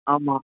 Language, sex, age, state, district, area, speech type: Tamil, male, 18-30, Tamil Nadu, Perambalur, urban, conversation